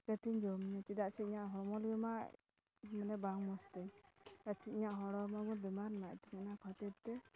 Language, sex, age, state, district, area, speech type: Santali, female, 30-45, West Bengal, Dakshin Dinajpur, rural, spontaneous